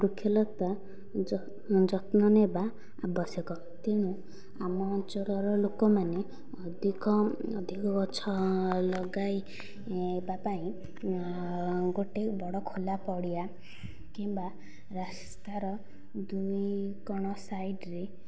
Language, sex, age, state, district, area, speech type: Odia, female, 45-60, Odisha, Nayagarh, rural, spontaneous